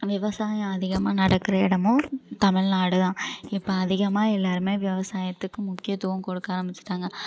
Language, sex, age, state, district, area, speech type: Tamil, female, 30-45, Tamil Nadu, Thanjavur, urban, spontaneous